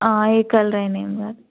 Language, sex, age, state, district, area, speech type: Telugu, female, 18-30, Telangana, Narayanpet, rural, conversation